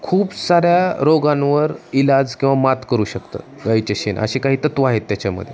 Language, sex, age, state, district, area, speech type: Marathi, male, 30-45, Maharashtra, Osmanabad, rural, spontaneous